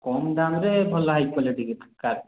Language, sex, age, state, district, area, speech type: Odia, male, 18-30, Odisha, Khordha, rural, conversation